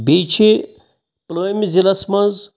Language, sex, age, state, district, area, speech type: Kashmiri, male, 30-45, Jammu and Kashmir, Pulwama, urban, spontaneous